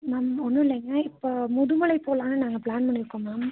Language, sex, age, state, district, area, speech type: Tamil, female, 18-30, Tamil Nadu, Nilgiris, urban, conversation